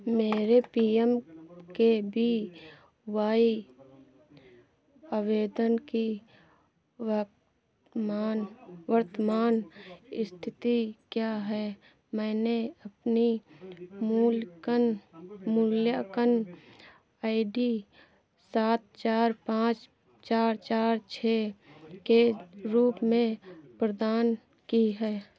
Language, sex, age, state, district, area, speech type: Hindi, female, 45-60, Uttar Pradesh, Hardoi, rural, read